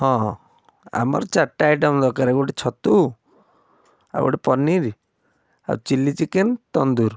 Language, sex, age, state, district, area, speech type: Odia, male, 18-30, Odisha, Cuttack, urban, spontaneous